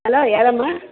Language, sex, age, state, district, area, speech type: Kannada, female, 60+, Karnataka, Chamarajanagar, rural, conversation